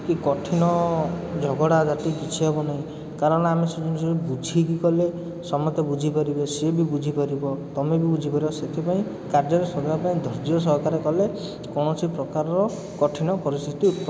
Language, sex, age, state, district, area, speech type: Odia, male, 30-45, Odisha, Puri, urban, spontaneous